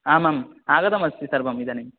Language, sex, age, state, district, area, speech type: Sanskrit, male, 18-30, West Bengal, Cooch Behar, rural, conversation